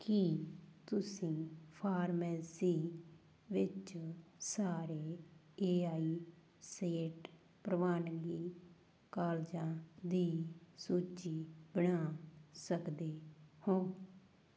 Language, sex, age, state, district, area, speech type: Punjabi, female, 18-30, Punjab, Fazilka, rural, read